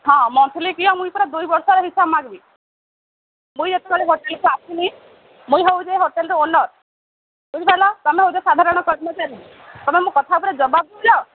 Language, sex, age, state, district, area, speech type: Odia, female, 30-45, Odisha, Sambalpur, rural, conversation